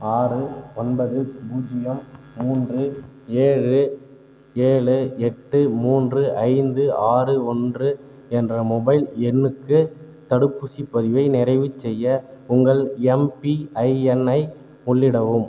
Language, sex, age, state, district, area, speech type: Tamil, male, 18-30, Tamil Nadu, Cuddalore, rural, read